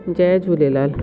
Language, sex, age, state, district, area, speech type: Sindhi, female, 45-60, Delhi, South Delhi, urban, spontaneous